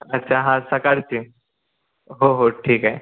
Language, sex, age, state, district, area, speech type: Marathi, male, 18-30, Maharashtra, Buldhana, urban, conversation